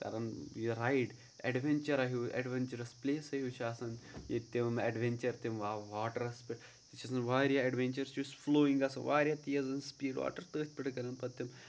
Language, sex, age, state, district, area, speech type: Kashmiri, male, 18-30, Jammu and Kashmir, Pulwama, urban, spontaneous